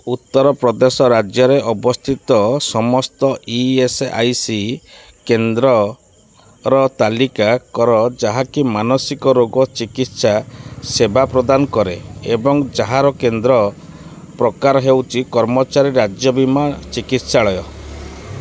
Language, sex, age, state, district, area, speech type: Odia, male, 30-45, Odisha, Kendrapara, urban, read